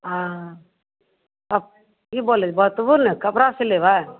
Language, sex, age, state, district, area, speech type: Maithili, female, 45-60, Bihar, Madhepura, rural, conversation